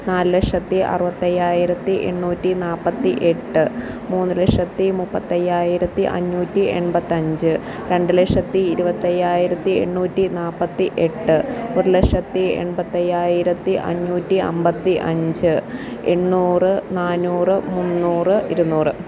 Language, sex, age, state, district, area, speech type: Malayalam, female, 30-45, Kerala, Kottayam, rural, spontaneous